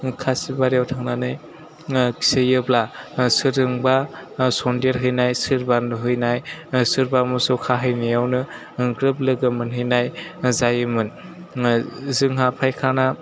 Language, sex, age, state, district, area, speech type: Bodo, male, 18-30, Assam, Chirang, rural, spontaneous